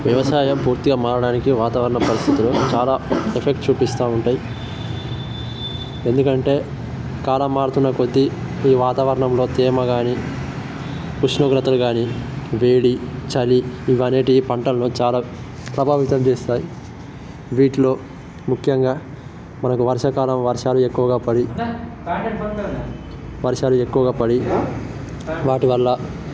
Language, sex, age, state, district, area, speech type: Telugu, male, 18-30, Telangana, Nirmal, rural, spontaneous